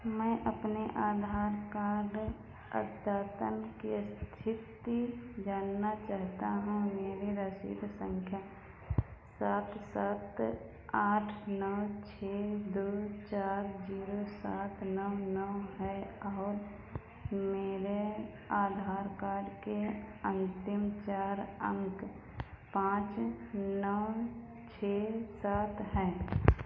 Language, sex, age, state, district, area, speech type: Hindi, female, 45-60, Uttar Pradesh, Ayodhya, rural, read